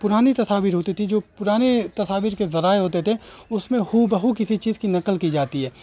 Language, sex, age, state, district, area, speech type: Urdu, male, 30-45, Uttar Pradesh, Azamgarh, rural, spontaneous